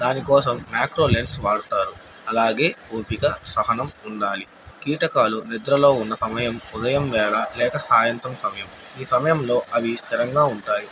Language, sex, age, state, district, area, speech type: Telugu, male, 30-45, Andhra Pradesh, Nandyal, urban, spontaneous